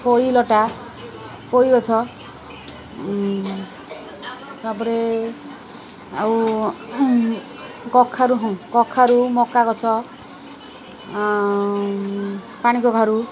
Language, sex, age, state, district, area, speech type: Odia, female, 45-60, Odisha, Rayagada, rural, spontaneous